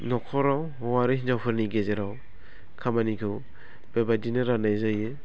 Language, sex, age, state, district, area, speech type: Bodo, male, 18-30, Assam, Baksa, rural, spontaneous